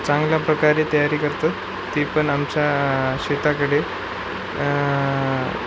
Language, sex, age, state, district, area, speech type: Marathi, male, 18-30, Maharashtra, Nanded, urban, spontaneous